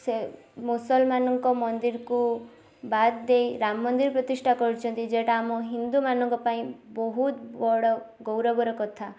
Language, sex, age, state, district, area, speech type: Odia, female, 18-30, Odisha, Balasore, rural, spontaneous